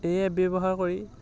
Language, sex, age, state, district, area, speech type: Assamese, male, 18-30, Assam, Lakhimpur, urban, spontaneous